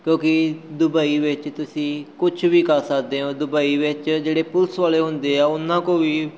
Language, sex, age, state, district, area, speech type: Punjabi, male, 30-45, Punjab, Amritsar, urban, spontaneous